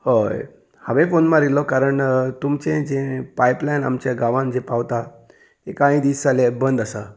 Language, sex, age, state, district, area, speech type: Goan Konkani, male, 30-45, Goa, Salcete, urban, spontaneous